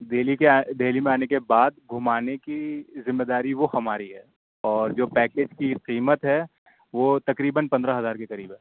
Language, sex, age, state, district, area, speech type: Urdu, male, 18-30, Delhi, Central Delhi, urban, conversation